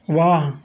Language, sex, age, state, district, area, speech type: Punjabi, male, 30-45, Punjab, Rupnagar, rural, read